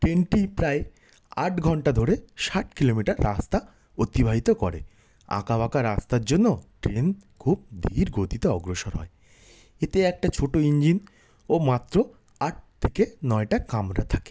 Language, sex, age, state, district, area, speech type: Bengali, male, 30-45, West Bengal, South 24 Parganas, rural, spontaneous